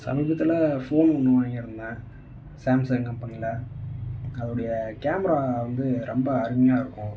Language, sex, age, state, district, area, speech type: Tamil, male, 18-30, Tamil Nadu, Tiruvannamalai, urban, spontaneous